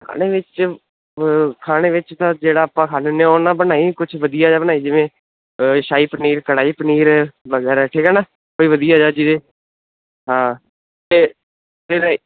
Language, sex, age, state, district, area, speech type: Punjabi, male, 18-30, Punjab, Ludhiana, urban, conversation